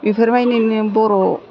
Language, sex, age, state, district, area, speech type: Bodo, female, 30-45, Assam, Udalguri, urban, spontaneous